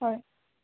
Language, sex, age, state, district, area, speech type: Assamese, female, 30-45, Assam, Sonitpur, rural, conversation